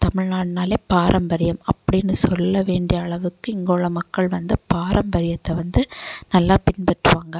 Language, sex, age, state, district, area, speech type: Tamil, female, 18-30, Tamil Nadu, Kanyakumari, rural, spontaneous